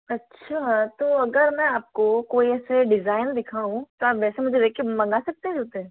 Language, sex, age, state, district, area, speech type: Hindi, female, 18-30, Rajasthan, Jodhpur, urban, conversation